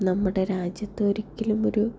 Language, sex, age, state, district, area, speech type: Malayalam, female, 18-30, Kerala, Thrissur, urban, spontaneous